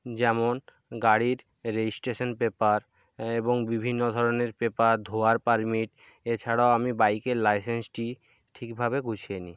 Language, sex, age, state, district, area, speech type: Bengali, male, 45-60, West Bengal, Purba Medinipur, rural, spontaneous